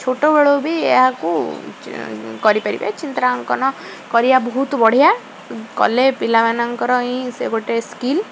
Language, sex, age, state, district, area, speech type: Odia, female, 45-60, Odisha, Rayagada, rural, spontaneous